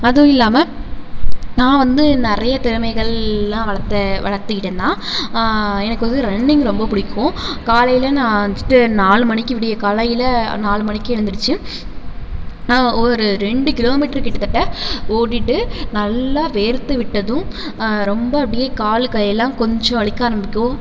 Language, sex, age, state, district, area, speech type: Tamil, female, 18-30, Tamil Nadu, Tiruvarur, rural, spontaneous